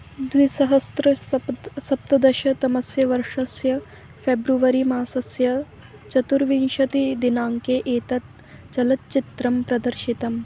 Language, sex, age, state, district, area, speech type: Sanskrit, female, 18-30, Madhya Pradesh, Ujjain, urban, read